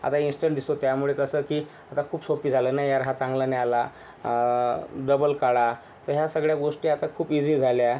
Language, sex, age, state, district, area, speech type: Marathi, male, 18-30, Maharashtra, Yavatmal, rural, spontaneous